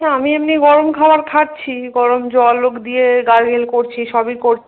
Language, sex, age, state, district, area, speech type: Bengali, female, 45-60, West Bengal, Paschim Bardhaman, rural, conversation